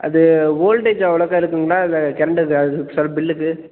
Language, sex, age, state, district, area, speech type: Tamil, male, 18-30, Tamil Nadu, Tiruchirappalli, rural, conversation